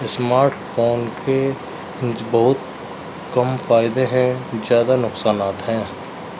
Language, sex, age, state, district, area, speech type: Urdu, male, 45-60, Uttar Pradesh, Muzaffarnagar, urban, spontaneous